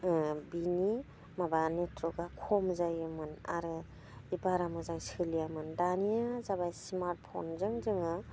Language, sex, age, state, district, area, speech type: Bodo, female, 45-60, Assam, Udalguri, rural, spontaneous